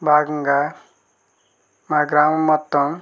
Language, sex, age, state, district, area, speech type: Telugu, male, 30-45, Andhra Pradesh, West Godavari, rural, spontaneous